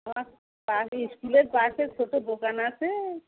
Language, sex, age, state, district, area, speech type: Bengali, female, 45-60, West Bengal, Darjeeling, rural, conversation